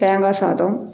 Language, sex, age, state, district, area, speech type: Tamil, female, 60+, Tamil Nadu, Krishnagiri, rural, spontaneous